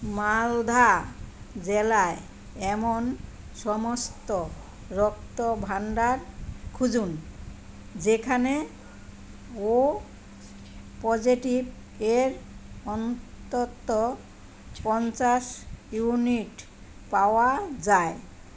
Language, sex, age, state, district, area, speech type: Bengali, female, 60+, West Bengal, Kolkata, urban, read